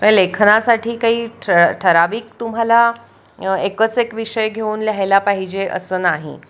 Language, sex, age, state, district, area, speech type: Marathi, female, 45-60, Maharashtra, Pune, urban, spontaneous